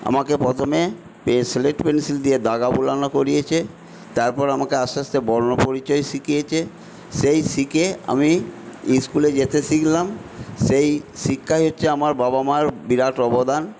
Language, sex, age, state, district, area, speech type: Bengali, male, 60+, West Bengal, Paschim Medinipur, rural, spontaneous